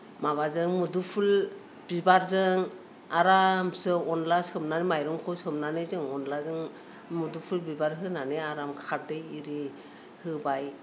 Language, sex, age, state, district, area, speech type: Bodo, female, 60+, Assam, Kokrajhar, rural, spontaneous